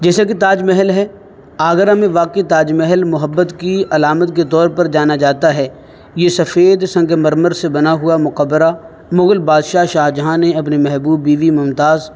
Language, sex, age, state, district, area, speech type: Urdu, male, 18-30, Uttar Pradesh, Saharanpur, urban, spontaneous